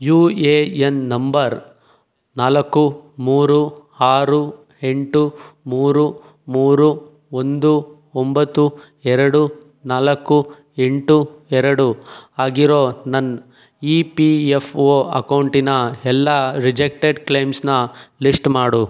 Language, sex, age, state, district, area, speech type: Kannada, male, 18-30, Karnataka, Chikkaballapur, rural, read